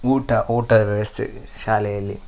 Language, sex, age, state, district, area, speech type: Kannada, male, 30-45, Karnataka, Udupi, rural, spontaneous